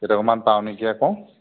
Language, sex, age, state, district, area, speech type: Assamese, male, 30-45, Assam, Jorhat, urban, conversation